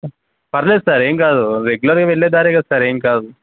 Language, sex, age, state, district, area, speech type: Telugu, male, 18-30, Telangana, Mancherial, rural, conversation